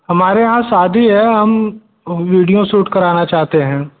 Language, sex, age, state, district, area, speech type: Hindi, male, 30-45, Uttar Pradesh, Bhadohi, urban, conversation